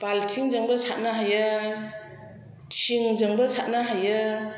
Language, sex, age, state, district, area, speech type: Bodo, female, 60+, Assam, Chirang, rural, spontaneous